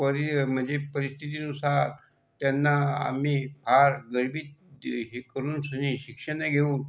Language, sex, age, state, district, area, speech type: Marathi, male, 45-60, Maharashtra, Buldhana, rural, spontaneous